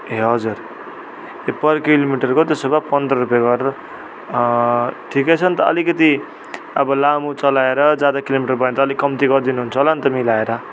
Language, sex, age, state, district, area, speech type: Nepali, male, 30-45, West Bengal, Darjeeling, rural, spontaneous